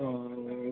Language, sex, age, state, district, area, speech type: Malayalam, male, 18-30, Kerala, Kasaragod, rural, conversation